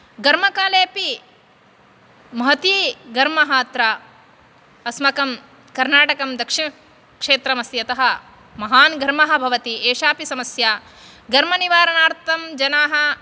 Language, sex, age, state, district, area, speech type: Sanskrit, female, 30-45, Karnataka, Dakshina Kannada, rural, spontaneous